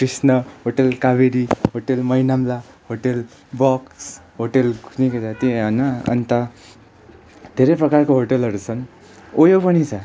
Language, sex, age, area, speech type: Nepali, male, 18-30, rural, spontaneous